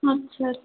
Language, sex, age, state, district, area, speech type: Hindi, female, 18-30, Uttar Pradesh, Jaunpur, urban, conversation